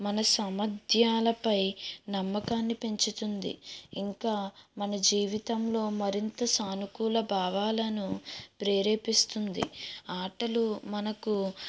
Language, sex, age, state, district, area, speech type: Telugu, female, 18-30, Andhra Pradesh, East Godavari, urban, spontaneous